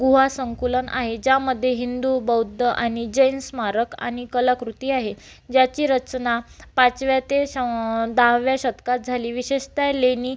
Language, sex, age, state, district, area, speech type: Marathi, female, 18-30, Maharashtra, Amravati, rural, spontaneous